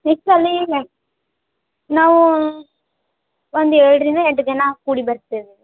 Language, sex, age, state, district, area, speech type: Kannada, female, 18-30, Karnataka, Gadag, rural, conversation